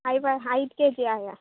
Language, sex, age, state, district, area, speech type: Kannada, female, 18-30, Karnataka, Chikkaballapur, rural, conversation